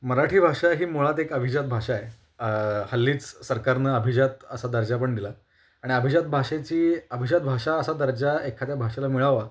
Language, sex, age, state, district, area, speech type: Marathi, male, 18-30, Maharashtra, Kolhapur, urban, spontaneous